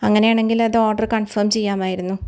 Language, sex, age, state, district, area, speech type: Malayalam, female, 45-60, Kerala, Ernakulam, rural, spontaneous